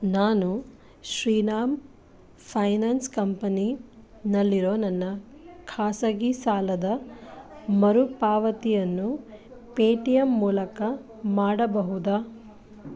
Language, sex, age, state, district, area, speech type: Kannada, female, 30-45, Karnataka, Bidar, urban, read